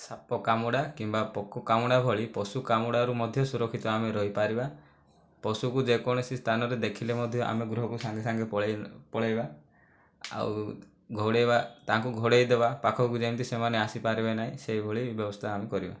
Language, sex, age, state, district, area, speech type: Odia, male, 18-30, Odisha, Kandhamal, rural, spontaneous